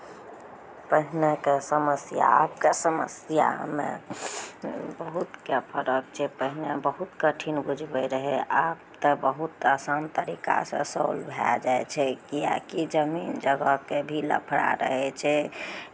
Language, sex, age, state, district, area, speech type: Maithili, female, 30-45, Bihar, Araria, rural, spontaneous